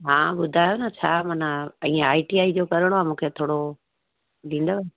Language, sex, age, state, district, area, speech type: Sindhi, female, 60+, Gujarat, Surat, urban, conversation